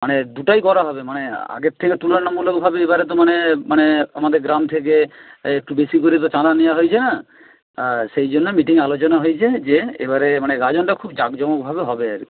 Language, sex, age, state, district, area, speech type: Bengali, male, 30-45, West Bengal, Nadia, urban, conversation